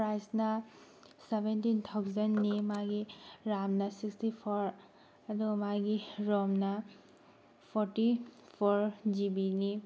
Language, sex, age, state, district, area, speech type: Manipuri, female, 18-30, Manipur, Tengnoupal, rural, spontaneous